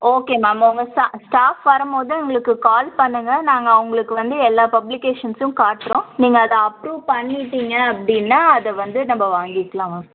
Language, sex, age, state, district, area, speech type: Tamil, female, 30-45, Tamil Nadu, Cuddalore, urban, conversation